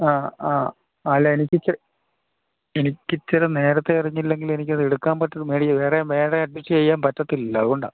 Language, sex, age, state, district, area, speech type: Malayalam, male, 60+, Kerala, Idukki, rural, conversation